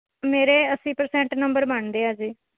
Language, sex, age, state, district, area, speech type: Punjabi, female, 18-30, Punjab, Mohali, urban, conversation